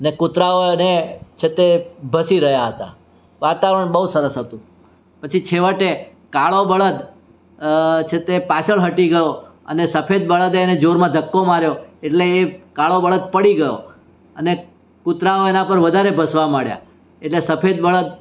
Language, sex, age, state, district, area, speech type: Gujarati, male, 60+, Gujarat, Surat, urban, spontaneous